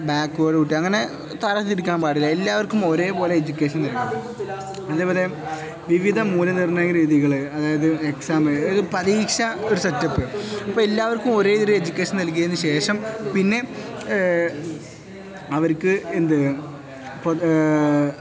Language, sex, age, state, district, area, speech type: Malayalam, male, 18-30, Kerala, Kozhikode, rural, spontaneous